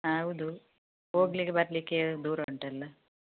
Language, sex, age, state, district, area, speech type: Kannada, female, 45-60, Karnataka, Udupi, rural, conversation